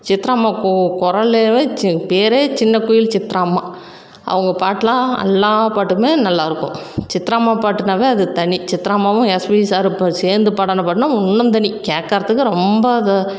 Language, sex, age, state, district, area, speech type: Tamil, female, 45-60, Tamil Nadu, Salem, rural, spontaneous